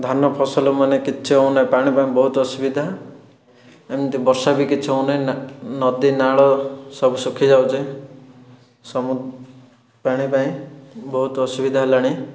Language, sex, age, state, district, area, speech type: Odia, male, 18-30, Odisha, Rayagada, urban, spontaneous